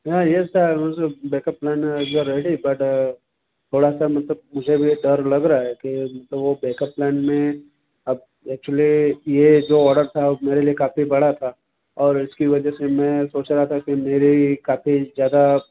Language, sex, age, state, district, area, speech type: Hindi, male, 30-45, Uttar Pradesh, Mirzapur, urban, conversation